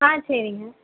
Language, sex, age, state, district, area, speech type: Tamil, female, 18-30, Tamil Nadu, Tiruchirappalli, rural, conversation